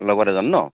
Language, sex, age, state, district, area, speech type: Assamese, male, 45-60, Assam, Tinsukia, rural, conversation